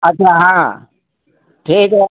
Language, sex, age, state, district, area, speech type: Hindi, male, 60+, Uttar Pradesh, Hardoi, rural, conversation